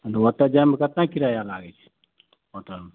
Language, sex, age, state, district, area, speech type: Maithili, male, 30-45, Bihar, Madhepura, rural, conversation